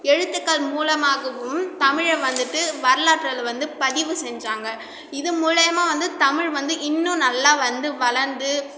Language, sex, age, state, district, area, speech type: Tamil, female, 30-45, Tamil Nadu, Cuddalore, rural, spontaneous